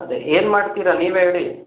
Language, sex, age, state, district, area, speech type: Kannada, male, 18-30, Karnataka, Chitradurga, urban, conversation